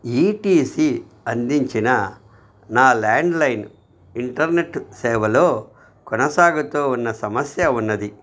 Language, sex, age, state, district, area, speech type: Telugu, male, 45-60, Andhra Pradesh, Krishna, rural, read